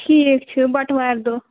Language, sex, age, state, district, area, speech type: Kashmiri, female, 18-30, Jammu and Kashmir, Bandipora, rural, conversation